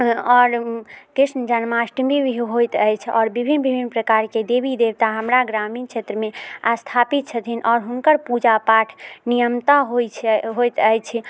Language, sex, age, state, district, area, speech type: Maithili, female, 18-30, Bihar, Muzaffarpur, rural, spontaneous